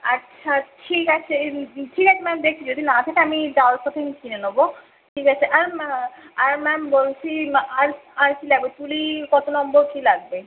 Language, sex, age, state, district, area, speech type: Bengali, female, 30-45, West Bengal, Kolkata, urban, conversation